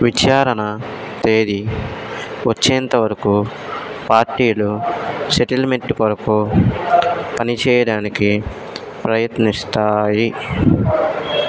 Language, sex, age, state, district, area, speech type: Telugu, male, 18-30, Andhra Pradesh, N T Rama Rao, urban, read